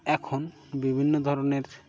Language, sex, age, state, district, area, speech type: Bengali, male, 30-45, West Bengal, Birbhum, urban, spontaneous